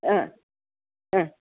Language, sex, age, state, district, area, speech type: Malayalam, female, 60+, Kerala, Idukki, rural, conversation